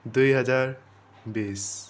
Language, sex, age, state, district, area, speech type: Nepali, male, 45-60, West Bengal, Darjeeling, rural, spontaneous